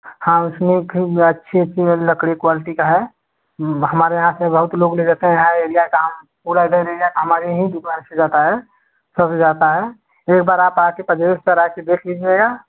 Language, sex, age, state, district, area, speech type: Hindi, male, 18-30, Uttar Pradesh, Chandauli, rural, conversation